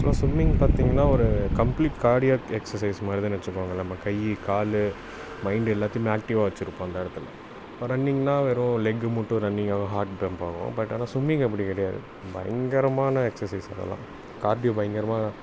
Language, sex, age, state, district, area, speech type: Tamil, male, 18-30, Tamil Nadu, Salem, rural, spontaneous